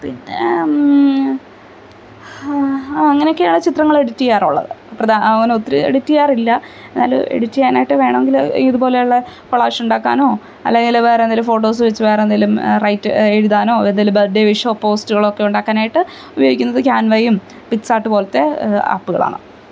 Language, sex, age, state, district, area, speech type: Malayalam, female, 30-45, Kerala, Idukki, rural, spontaneous